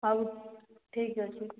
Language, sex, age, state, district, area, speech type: Odia, female, 18-30, Odisha, Boudh, rural, conversation